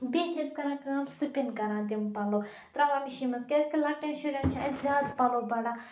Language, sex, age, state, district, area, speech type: Kashmiri, female, 30-45, Jammu and Kashmir, Ganderbal, rural, spontaneous